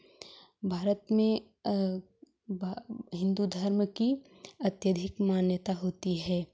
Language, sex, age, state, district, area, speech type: Hindi, female, 18-30, Uttar Pradesh, Jaunpur, urban, spontaneous